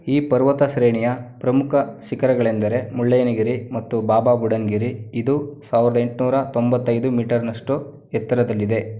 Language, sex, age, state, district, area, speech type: Kannada, male, 30-45, Karnataka, Mandya, rural, read